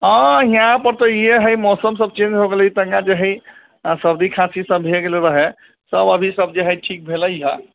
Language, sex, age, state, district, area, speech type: Maithili, male, 30-45, Bihar, Sitamarhi, urban, conversation